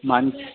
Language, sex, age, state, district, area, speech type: Goan Konkani, male, 18-30, Goa, Ponda, rural, conversation